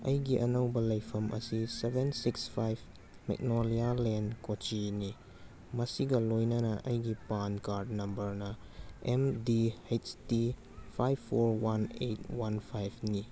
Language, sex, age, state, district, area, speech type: Manipuri, male, 18-30, Manipur, Churachandpur, rural, read